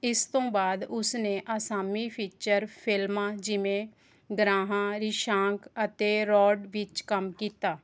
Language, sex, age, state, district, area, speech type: Punjabi, female, 30-45, Punjab, Rupnagar, rural, read